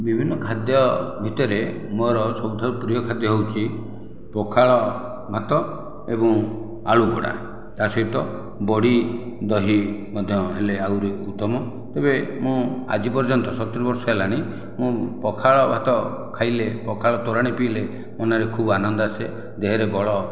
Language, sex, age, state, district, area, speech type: Odia, male, 60+, Odisha, Khordha, rural, spontaneous